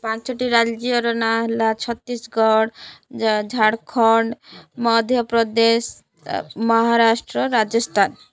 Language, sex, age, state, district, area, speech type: Odia, female, 30-45, Odisha, Rayagada, rural, spontaneous